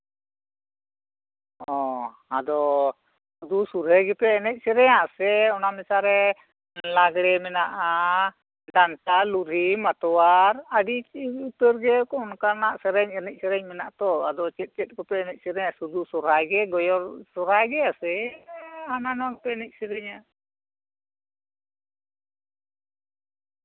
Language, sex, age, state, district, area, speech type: Santali, male, 45-60, West Bengal, Bankura, rural, conversation